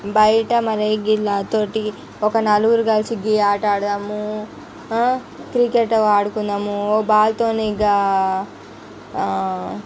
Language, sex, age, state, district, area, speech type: Telugu, female, 45-60, Andhra Pradesh, Visakhapatnam, urban, spontaneous